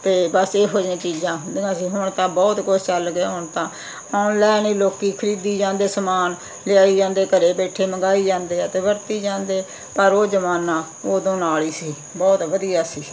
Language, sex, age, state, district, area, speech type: Punjabi, female, 60+, Punjab, Muktsar, urban, spontaneous